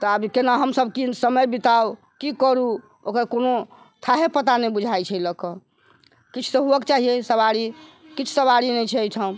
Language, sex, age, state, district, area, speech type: Maithili, female, 60+, Bihar, Sitamarhi, urban, spontaneous